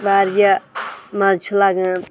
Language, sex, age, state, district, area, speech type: Kashmiri, female, 18-30, Jammu and Kashmir, Kulgam, rural, spontaneous